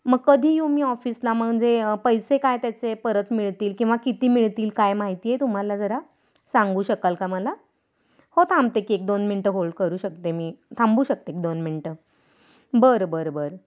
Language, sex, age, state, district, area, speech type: Marathi, female, 45-60, Maharashtra, Kolhapur, urban, spontaneous